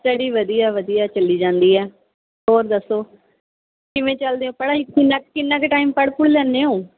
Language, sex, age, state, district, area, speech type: Punjabi, female, 30-45, Punjab, Barnala, urban, conversation